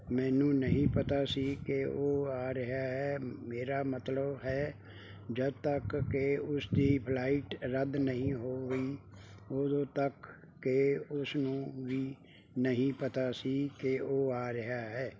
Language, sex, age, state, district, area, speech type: Punjabi, male, 60+, Punjab, Bathinda, rural, read